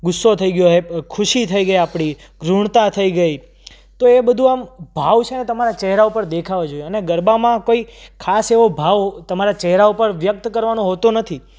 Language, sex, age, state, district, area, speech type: Gujarati, male, 18-30, Gujarat, Surat, urban, spontaneous